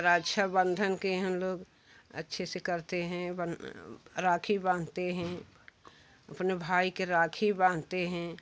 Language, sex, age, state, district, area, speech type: Hindi, female, 60+, Uttar Pradesh, Jaunpur, rural, spontaneous